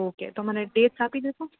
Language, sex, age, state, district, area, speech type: Gujarati, female, 18-30, Gujarat, Rajkot, urban, conversation